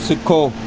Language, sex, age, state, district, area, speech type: Punjabi, male, 30-45, Punjab, Mansa, urban, read